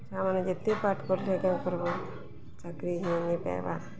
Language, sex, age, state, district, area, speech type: Odia, female, 45-60, Odisha, Balangir, urban, spontaneous